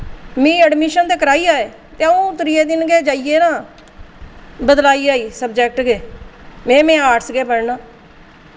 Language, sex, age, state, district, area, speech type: Dogri, female, 45-60, Jammu and Kashmir, Jammu, urban, spontaneous